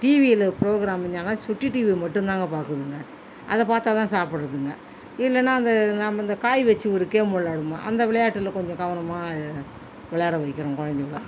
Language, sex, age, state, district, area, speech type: Tamil, female, 45-60, Tamil Nadu, Cuddalore, rural, spontaneous